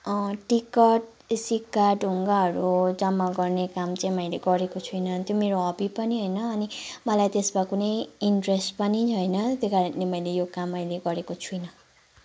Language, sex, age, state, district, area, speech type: Nepali, female, 18-30, West Bengal, Kalimpong, rural, spontaneous